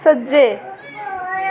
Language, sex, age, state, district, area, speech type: Dogri, female, 18-30, Jammu and Kashmir, Reasi, rural, read